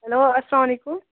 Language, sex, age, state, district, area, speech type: Kashmiri, female, 30-45, Jammu and Kashmir, Kupwara, rural, conversation